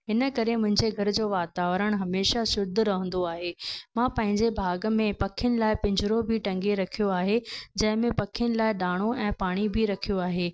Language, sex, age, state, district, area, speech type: Sindhi, female, 30-45, Rajasthan, Ajmer, urban, spontaneous